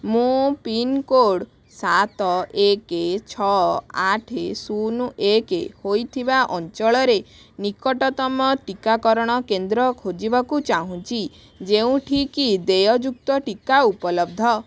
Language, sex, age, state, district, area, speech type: Odia, female, 18-30, Odisha, Bhadrak, rural, read